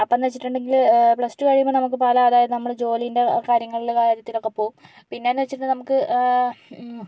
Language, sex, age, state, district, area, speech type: Malayalam, female, 45-60, Kerala, Kozhikode, urban, spontaneous